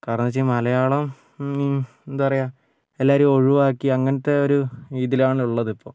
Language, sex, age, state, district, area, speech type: Malayalam, male, 45-60, Kerala, Wayanad, rural, spontaneous